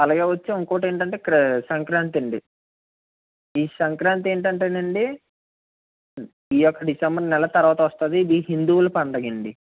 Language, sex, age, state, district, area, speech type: Telugu, male, 60+, Andhra Pradesh, East Godavari, rural, conversation